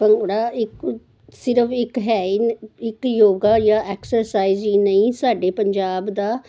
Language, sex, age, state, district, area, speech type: Punjabi, female, 60+, Punjab, Jalandhar, urban, spontaneous